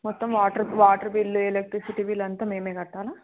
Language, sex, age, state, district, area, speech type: Telugu, female, 18-30, Telangana, Hyderabad, urban, conversation